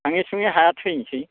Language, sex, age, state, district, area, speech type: Bodo, male, 60+, Assam, Chirang, rural, conversation